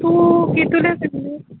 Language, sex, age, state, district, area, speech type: Goan Konkani, female, 30-45, Goa, Quepem, rural, conversation